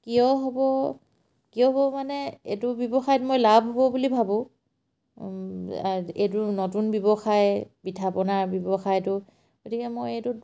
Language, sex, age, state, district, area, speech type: Assamese, female, 45-60, Assam, Dibrugarh, rural, spontaneous